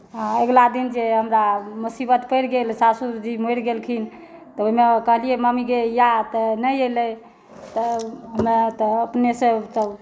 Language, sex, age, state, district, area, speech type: Maithili, female, 60+, Bihar, Saharsa, rural, spontaneous